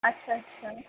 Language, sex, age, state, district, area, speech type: Bengali, female, 30-45, West Bengal, Kolkata, urban, conversation